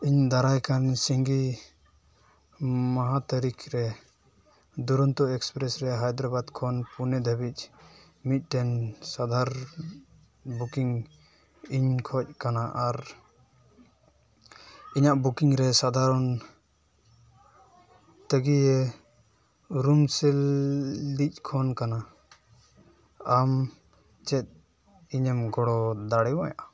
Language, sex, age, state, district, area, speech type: Santali, male, 18-30, West Bengal, Dakshin Dinajpur, rural, read